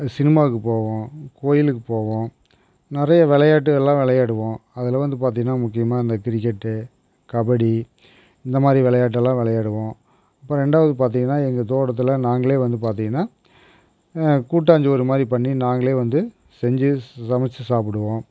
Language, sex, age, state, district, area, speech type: Tamil, male, 45-60, Tamil Nadu, Erode, rural, spontaneous